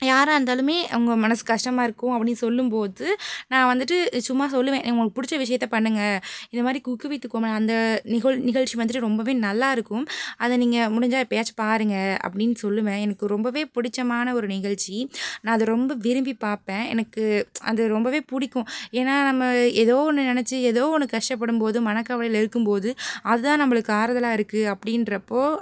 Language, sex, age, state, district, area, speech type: Tamil, female, 18-30, Tamil Nadu, Pudukkottai, rural, spontaneous